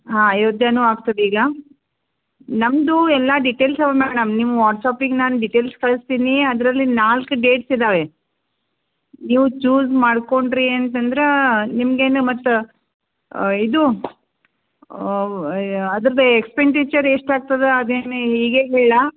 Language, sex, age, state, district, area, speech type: Kannada, female, 45-60, Karnataka, Gulbarga, urban, conversation